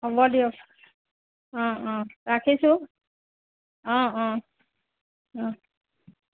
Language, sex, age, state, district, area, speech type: Assamese, female, 45-60, Assam, Nagaon, rural, conversation